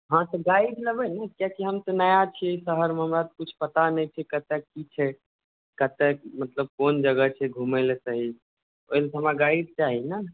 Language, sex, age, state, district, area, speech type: Maithili, other, 18-30, Bihar, Saharsa, rural, conversation